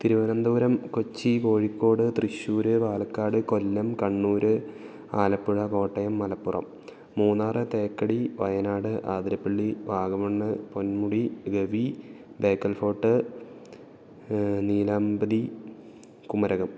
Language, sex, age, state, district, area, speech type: Malayalam, male, 18-30, Kerala, Idukki, rural, spontaneous